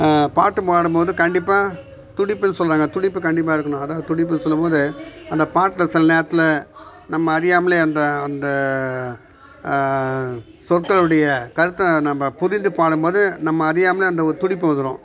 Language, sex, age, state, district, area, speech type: Tamil, male, 60+, Tamil Nadu, Viluppuram, rural, spontaneous